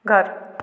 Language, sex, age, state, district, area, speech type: Hindi, female, 60+, Madhya Pradesh, Gwalior, rural, read